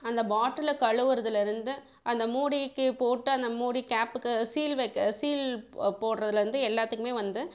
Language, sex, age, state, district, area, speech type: Tamil, female, 45-60, Tamil Nadu, Viluppuram, urban, spontaneous